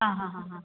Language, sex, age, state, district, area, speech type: Malayalam, female, 30-45, Kerala, Alappuzha, rural, conversation